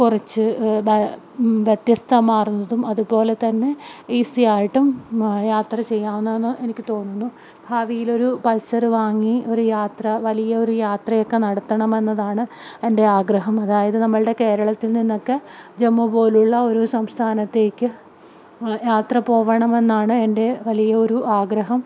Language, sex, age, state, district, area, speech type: Malayalam, female, 30-45, Kerala, Palakkad, rural, spontaneous